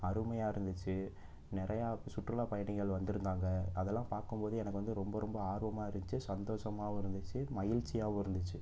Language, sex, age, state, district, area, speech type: Tamil, male, 18-30, Tamil Nadu, Pudukkottai, rural, spontaneous